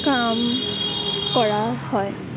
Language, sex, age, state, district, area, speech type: Assamese, female, 18-30, Assam, Kamrup Metropolitan, urban, spontaneous